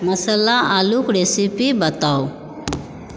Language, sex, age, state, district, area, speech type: Maithili, female, 45-60, Bihar, Supaul, rural, read